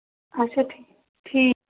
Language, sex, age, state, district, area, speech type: Kashmiri, female, 45-60, Jammu and Kashmir, Shopian, rural, conversation